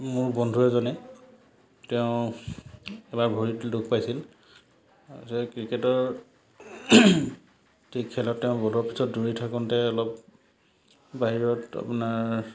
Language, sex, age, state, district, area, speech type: Assamese, male, 30-45, Assam, Charaideo, urban, spontaneous